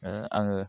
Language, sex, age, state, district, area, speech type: Bodo, male, 18-30, Assam, Kokrajhar, rural, spontaneous